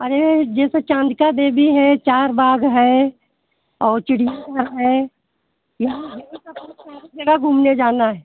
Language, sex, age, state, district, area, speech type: Hindi, female, 60+, Uttar Pradesh, Lucknow, rural, conversation